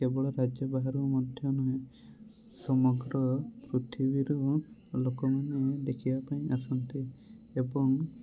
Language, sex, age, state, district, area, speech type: Odia, male, 18-30, Odisha, Mayurbhanj, rural, spontaneous